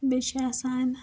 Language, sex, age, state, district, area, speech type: Kashmiri, female, 18-30, Jammu and Kashmir, Srinagar, rural, spontaneous